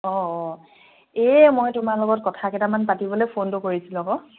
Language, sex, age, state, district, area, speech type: Assamese, female, 18-30, Assam, Charaideo, urban, conversation